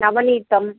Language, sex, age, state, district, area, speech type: Sanskrit, female, 30-45, Andhra Pradesh, Chittoor, urban, conversation